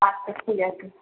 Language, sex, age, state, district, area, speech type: Bengali, female, 18-30, West Bengal, Darjeeling, urban, conversation